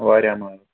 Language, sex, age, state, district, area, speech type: Kashmiri, male, 18-30, Jammu and Kashmir, Srinagar, urban, conversation